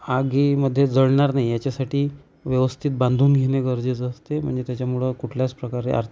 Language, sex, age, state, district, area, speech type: Marathi, female, 30-45, Maharashtra, Amravati, rural, spontaneous